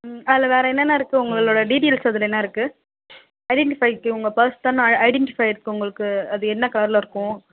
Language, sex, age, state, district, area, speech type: Tamil, female, 18-30, Tamil Nadu, Kallakurichi, rural, conversation